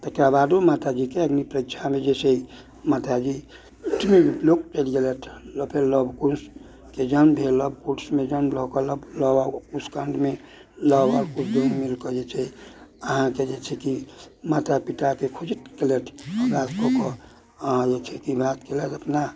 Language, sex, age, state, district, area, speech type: Maithili, male, 60+, Bihar, Muzaffarpur, urban, spontaneous